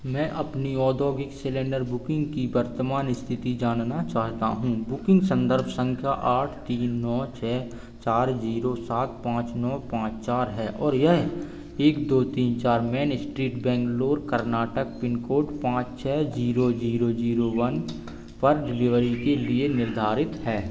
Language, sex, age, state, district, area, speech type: Hindi, male, 18-30, Madhya Pradesh, Seoni, urban, read